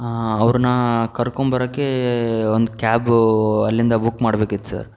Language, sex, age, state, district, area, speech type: Kannada, male, 30-45, Karnataka, Tumkur, urban, spontaneous